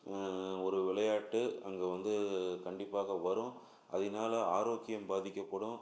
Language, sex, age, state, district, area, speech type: Tamil, male, 45-60, Tamil Nadu, Salem, urban, spontaneous